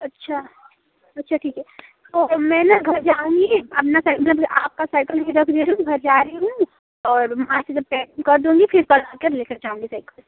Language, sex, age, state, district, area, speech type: Hindi, female, 18-30, Uttar Pradesh, Prayagraj, rural, conversation